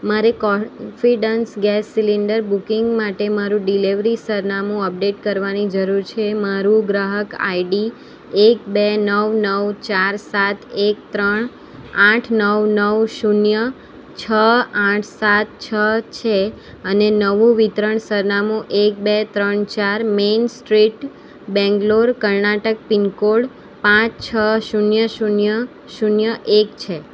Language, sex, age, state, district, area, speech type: Gujarati, female, 18-30, Gujarat, Valsad, rural, read